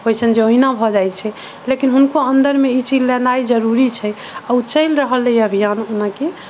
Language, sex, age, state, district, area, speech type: Maithili, female, 45-60, Bihar, Sitamarhi, urban, spontaneous